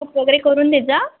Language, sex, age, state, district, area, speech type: Marathi, female, 18-30, Maharashtra, Thane, rural, conversation